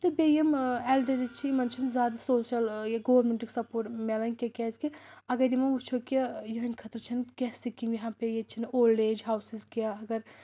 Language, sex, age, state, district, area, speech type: Kashmiri, female, 18-30, Jammu and Kashmir, Anantnag, rural, spontaneous